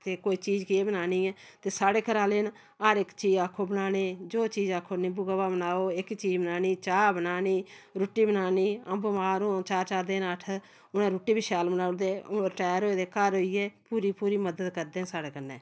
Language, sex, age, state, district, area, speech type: Dogri, female, 45-60, Jammu and Kashmir, Samba, rural, spontaneous